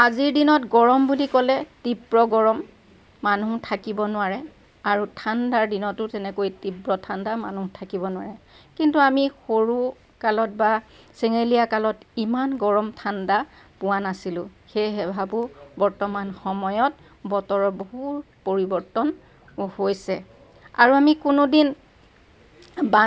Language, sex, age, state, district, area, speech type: Assamese, female, 45-60, Assam, Lakhimpur, rural, spontaneous